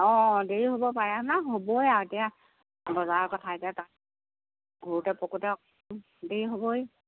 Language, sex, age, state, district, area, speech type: Assamese, female, 60+, Assam, Golaghat, rural, conversation